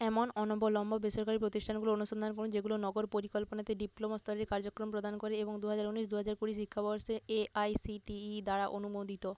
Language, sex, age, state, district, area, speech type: Bengali, female, 30-45, West Bengal, Bankura, urban, read